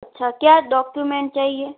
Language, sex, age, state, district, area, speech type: Hindi, female, 45-60, Rajasthan, Jodhpur, urban, conversation